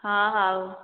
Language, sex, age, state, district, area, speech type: Odia, female, 30-45, Odisha, Nayagarh, rural, conversation